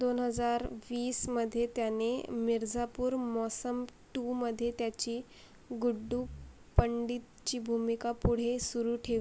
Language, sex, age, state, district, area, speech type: Marathi, female, 45-60, Maharashtra, Akola, rural, read